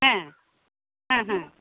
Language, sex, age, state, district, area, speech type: Bengali, female, 45-60, West Bengal, Paschim Medinipur, rural, conversation